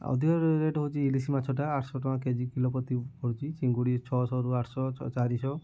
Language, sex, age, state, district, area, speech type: Odia, male, 30-45, Odisha, Kendujhar, urban, spontaneous